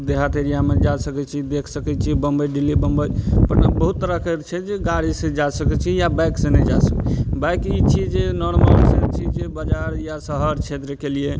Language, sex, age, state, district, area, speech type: Maithili, male, 30-45, Bihar, Madhubani, rural, spontaneous